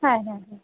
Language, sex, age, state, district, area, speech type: Bengali, female, 30-45, West Bengal, North 24 Parganas, urban, conversation